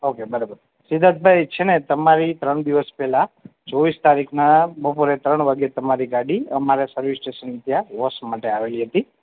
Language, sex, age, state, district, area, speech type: Gujarati, male, 30-45, Gujarat, Morbi, urban, conversation